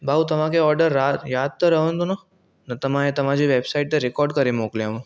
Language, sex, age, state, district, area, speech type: Sindhi, male, 18-30, Maharashtra, Thane, urban, spontaneous